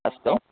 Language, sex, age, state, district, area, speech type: Sanskrit, male, 18-30, Karnataka, Bangalore Rural, rural, conversation